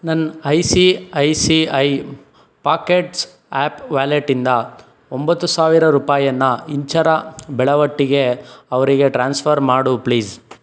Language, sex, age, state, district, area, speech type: Kannada, male, 18-30, Karnataka, Chikkaballapur, urban, read